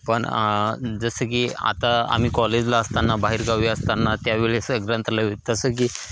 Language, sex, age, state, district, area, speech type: Marathi, male, 30-45, Maharashtra, Hingoli, urban, spontaneous